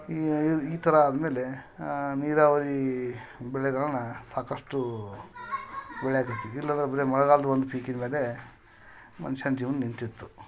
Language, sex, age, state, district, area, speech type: Kannada, male, 45-60, Karnataka, Koppal, rural, spontaneous